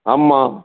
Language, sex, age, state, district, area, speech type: Tamil, male, 60+, Tamil Nadu, Thoothukudi, rural, conversation